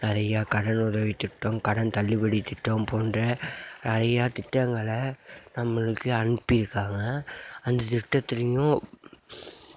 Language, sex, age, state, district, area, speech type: Tamil, male, 18-30, Tamil Nadu, Mayiladuthurai, urban, spontaneous